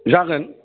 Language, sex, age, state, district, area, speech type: Bodo, male, 45-60, Assam, Kokrajhar, rural, conversation